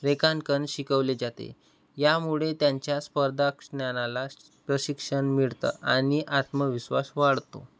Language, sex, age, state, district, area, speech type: Marathi, male, 18-30, Maharashtra, Nagpur, rural, spontaneous